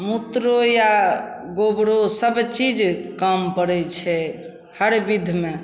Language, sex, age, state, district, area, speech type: Maithili, female, 45-60, Bihar, Samastipur, rural, spontaneous